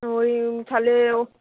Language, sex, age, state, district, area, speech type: Bengali, female, 60+, West Bengal, Jhargram, rural, conversation